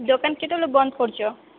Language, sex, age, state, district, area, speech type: Odia, female, 18-30, Odisha, Malkangiri, urban, conversation